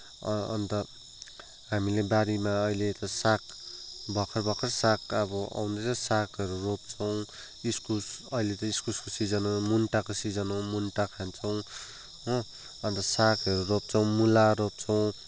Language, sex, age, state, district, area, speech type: Nepali, male, 18-30, West Bengal, Kalimpong, rural, spontaneous